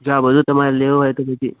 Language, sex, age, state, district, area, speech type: Gujarati, male, 18-30, Gujarat, Kheda, rural, conversation